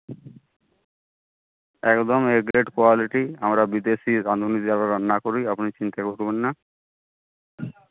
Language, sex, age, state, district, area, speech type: Bengali, male, 18-30, West Bengal, Uttar Dinajpur, urban, conversation